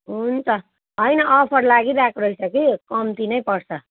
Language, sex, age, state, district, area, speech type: Nepali, female, 30-45, West Bengal, Kalimpong, rural, conversation